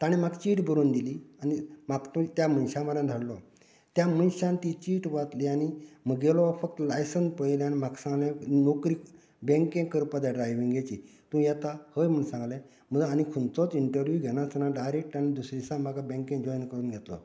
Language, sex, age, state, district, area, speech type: Goan Konkani, male, 45-60, Goa, Canacona, rural, spontaneous